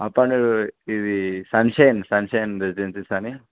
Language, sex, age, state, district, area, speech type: Telugu, male, 18-30, Telangana, Kamareddy, urban, conversation